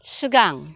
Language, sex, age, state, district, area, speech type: Bodo, female, 60+, Assam, Kokrajhar, rural, read